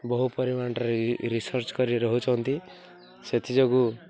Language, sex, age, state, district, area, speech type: Odia, male, 18-30, Odisha, Koraput, urban, spontaneous